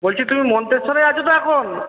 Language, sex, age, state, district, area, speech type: Bengali, male, 18-30, West Bengal, Purba Bardhaman, urban, conversation